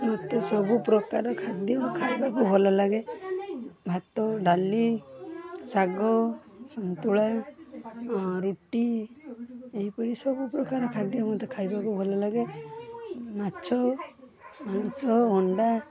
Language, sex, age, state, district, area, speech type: Odia, female, 45-60, Odisha, Balasore, rural, spontaneous